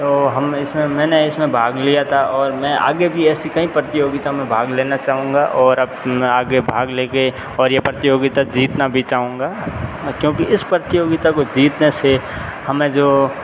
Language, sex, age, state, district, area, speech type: Hindi, male, 18-30, Rajasthan, Jodhpur, urban, spontaneous